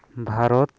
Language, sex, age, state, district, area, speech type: Santali, male, 30-45, West Bengal, Birbhum, rural, spontaneous